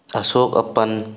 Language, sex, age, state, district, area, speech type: Manipuri, male, 18-30, Manipur, Tengnoupal, rural, read